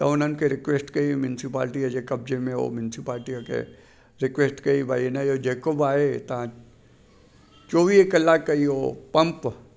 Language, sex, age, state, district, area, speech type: Sindhi, male, 60+, Gujarat, Junagadh, rural, spontaneous